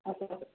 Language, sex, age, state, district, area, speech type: Marathi, female, 30-45, Maharashtra, Osmanabad, rural, conversation